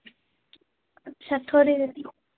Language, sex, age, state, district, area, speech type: Urdu, female, 18-30, Bihar, Khagaria, rural, conversation